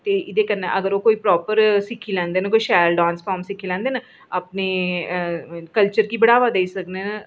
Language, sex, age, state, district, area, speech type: Dogri, female, 45-60, Jammu and Kashmir, Reasi, urban, spontaneous